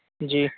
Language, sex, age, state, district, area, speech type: Urdu, male, 18-30, Uttar Pradesh, Saharanpur, urban, conversation